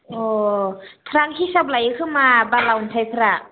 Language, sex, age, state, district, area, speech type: Bodo, female, 30-45, Assam, Udalguri, rural, conversation